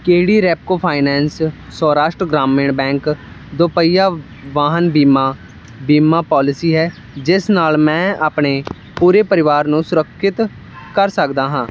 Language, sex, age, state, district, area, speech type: Punjabi, male, 18-30, Punjab, Ludhiana, rural, read